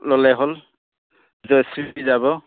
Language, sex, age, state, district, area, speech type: Assamese, male, 45-60, Assam, Goalpara, rural, conversation